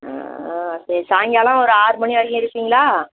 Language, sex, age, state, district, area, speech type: Tamil, female, 60+, Tamil Nadu, Virudhunagar, rural, conversation